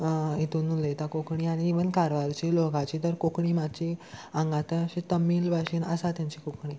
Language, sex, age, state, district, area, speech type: Goan Konkani, male, 18-30, Goa, Salcete, urban, spontaneous